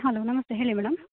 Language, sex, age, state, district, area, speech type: Kannada, female, 18-30, Karnataka, Uttara Kannada, rural, conversation